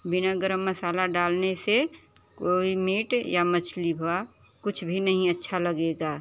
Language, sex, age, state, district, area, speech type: Hindi, female, 30-45, Uttar Pradesh, Bhadohi, rural, spontaneous